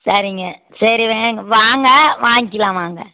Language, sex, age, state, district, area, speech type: Tamil, female, 60+, Tamil Nadu, Tiruppur, rural, conversation